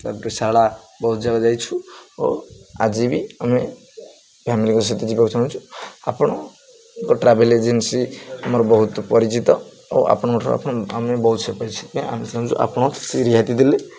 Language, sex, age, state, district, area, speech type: Odia, male, 18-30, Odisha, Jagatsinghpur, rural, spontaneous